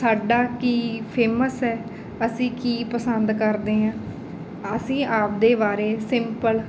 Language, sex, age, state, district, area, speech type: Punjabi, female, 30-45, Punjab, Bathinda, rural, spontaneous